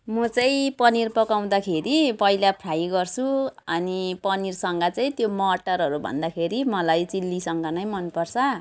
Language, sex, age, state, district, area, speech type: Nepali, female, 45-60, West Bengal, Jalpaiguri, urban, spontaneous